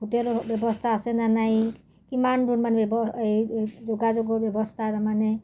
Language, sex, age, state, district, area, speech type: Assamese, female, 45-60, Assam, Udalguri, rural, spontaneous